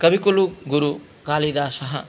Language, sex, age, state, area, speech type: Sanskrit, male, 18-30, Rajasthan, rural, spontaneous